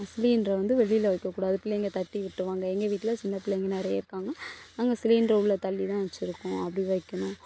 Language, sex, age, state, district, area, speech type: Tamil, female, 18-30, Tamil Nadu, Thoothukudi, urban, spontaneous